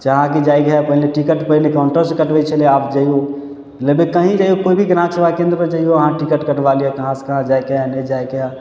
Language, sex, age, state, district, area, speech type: Maithili, male, 18-30, Bihar, Samastipur, urban, spontaneous